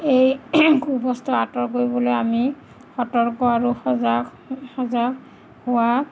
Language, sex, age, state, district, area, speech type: Assamese, female, 45-60, Assam, Nagaon, rural, spontaneous